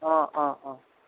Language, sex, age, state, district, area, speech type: Assamese, male, 60+, Assam, Darrang, rural, conversation